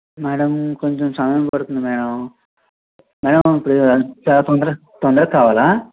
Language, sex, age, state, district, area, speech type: Telugu, male, 45-60, Andhra Pradesh, Konaseema, rural, conversation